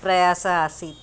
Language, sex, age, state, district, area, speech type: Sanskrit, female, 45-60, Maharashtra, Nagpur, urban, spontaneous